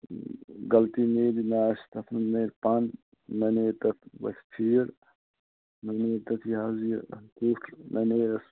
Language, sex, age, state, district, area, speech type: Kashmiri, male, 60+, Jammu and Kashmir, Shopian, rural, conversation